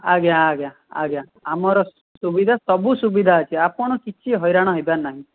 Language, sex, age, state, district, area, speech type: Odia, male, 18-30, Odisha, Dhenkanal, rural, conversation